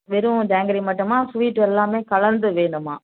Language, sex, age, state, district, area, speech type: Tamil, female, 60+, Tamil Nadu, Nagapattinam, rural, conversation